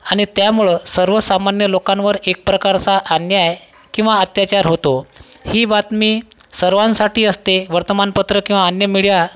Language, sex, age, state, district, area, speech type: Marathi, male, 30-45, Maharashtra, Washim, rural, spontaneous